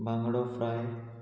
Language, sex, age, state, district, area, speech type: Goan Konkani, male, 18-30, Goa, Murmgao, rural, spontaneous